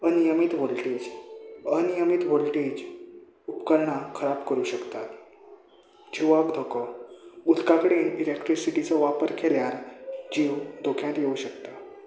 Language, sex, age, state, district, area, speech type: Goan Konkani, male, 18-30, Goa, Salcete, urban, spontaneous